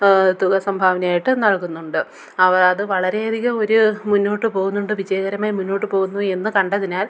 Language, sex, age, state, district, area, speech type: Malayalam, female, 30-45, Kerala, Kollam, rural, spontaneous